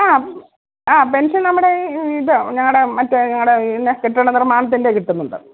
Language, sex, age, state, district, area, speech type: Malayalam, female, 45-60, Kerala, Pathanamthitta, urban, conversation